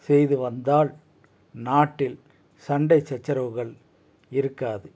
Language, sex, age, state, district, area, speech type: Tamil, male, 45-60, Tamil Nadu, Tiruppur, rural, spontaneous